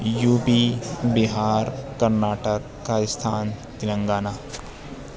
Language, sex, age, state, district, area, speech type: Urdu, male, 30-45, Uttar Pradesh, Lucknow, urban, spontaneous